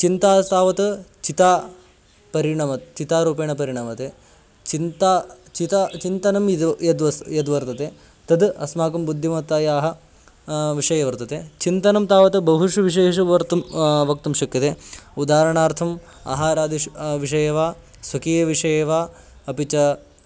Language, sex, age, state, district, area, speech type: Sanskrit, male, 18-30, Karnataka, Haveri, urban, spontaneous